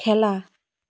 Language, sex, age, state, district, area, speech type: Assamese, female, 30-45, Assam, Dibrugarh, rural, read